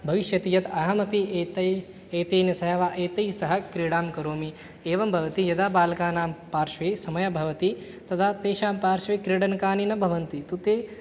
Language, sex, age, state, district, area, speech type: Sanskrit, male, 18-30, Rajasthan, Jaipur, urban, spontaneous